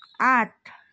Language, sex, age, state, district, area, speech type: Nepali, female, 45-60, West Bengal, Jalpaiguri, urban, read